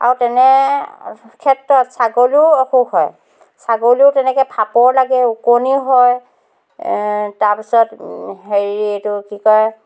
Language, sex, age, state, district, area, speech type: Assamese, female, 60+, Assam, Dhemaji, rural, spontaneous